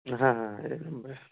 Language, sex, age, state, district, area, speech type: Bengali, male, 18-30, West Bengal, Murshidabad, urban, conversation